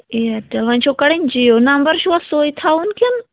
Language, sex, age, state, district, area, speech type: Kashmiri, female, 18-30, Jammu and Kashmir, Shopian, rural, conversation